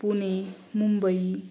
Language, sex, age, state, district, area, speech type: Marathi, female, 30-45, Maharashtra, Osmanabad, rural, spontaneous